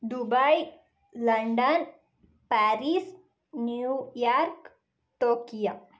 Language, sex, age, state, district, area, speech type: Kannada, female, 30-45, Karnataka, Ramanagara, rural, spontaneous